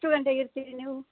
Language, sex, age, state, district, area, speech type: Kannada, female, 60+, Karnataka, Udupi, rural, conversation